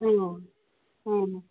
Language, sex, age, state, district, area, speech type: Manipuri, female, 60+, Manipur, Ukhrul, rural, conversation